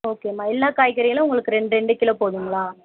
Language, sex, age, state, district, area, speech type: Tamil, female, 18-30, Tamil Nadu, Dharmapuri, urban, conversation